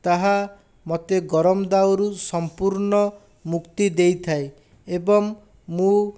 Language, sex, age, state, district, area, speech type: Odia, male, 60+, Odisha, Bhadrak, rural, spontaneous